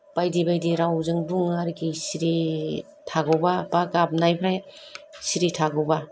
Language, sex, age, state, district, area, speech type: Bodo, female, 30-45, Assam, Kokrajhar, urban, spontaneous